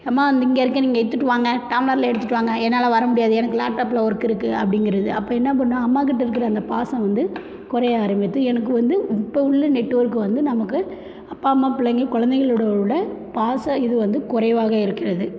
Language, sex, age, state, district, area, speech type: Tamil, female, 30-45, Tamil Nadu, Perambalur, rural, spontaneous